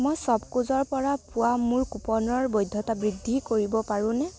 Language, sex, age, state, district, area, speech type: Assamese, female, 18-30, Assam, Kamrup Metropolitan, rural, read